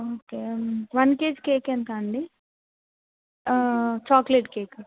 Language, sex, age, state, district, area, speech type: Telugu, female, 18-30, Telangana, Adilabad, urban, conversation